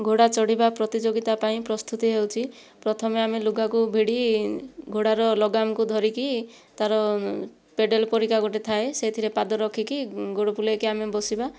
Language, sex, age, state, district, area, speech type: Odia, female, 60+, Odisha, Kandhamal, rural, spontaneous